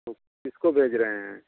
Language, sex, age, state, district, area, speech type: Hindi, male, 30-45, Uttar Pradesh, Bhadohi, rural, conversation